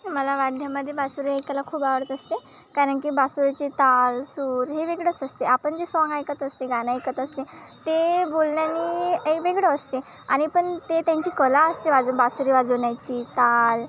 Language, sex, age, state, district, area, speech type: Marathi, female, 18-30, Maharashtra, Wardha, rural, spontaneous